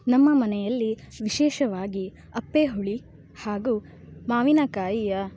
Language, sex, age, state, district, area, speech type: Kannada, female, 18-30, Karnataka, Uttara Kannada, rural, spontaneous